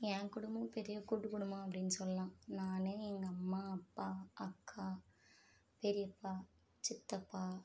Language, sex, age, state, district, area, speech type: Tamil, female, 30-45, Tamil Nadu, Mayiladuthurai, urban, spontaneous